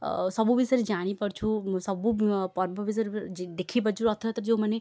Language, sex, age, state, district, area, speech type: Odia, female, 18-30, Odisha, Puri, urban, spontaneous